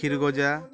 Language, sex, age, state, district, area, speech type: Bengali, male, 18-30, West Bengal, Uttar Dinajpur, urban, spontaneous